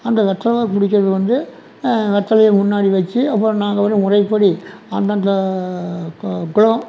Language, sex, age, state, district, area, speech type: Tamil, male, 60+, Tamil Nadu, Erode, rural, spontaneous